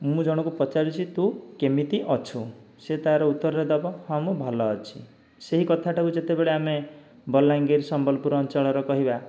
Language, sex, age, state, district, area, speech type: Odia, male, 30-45, Odisha, Dhenkanal, rural, spontaneous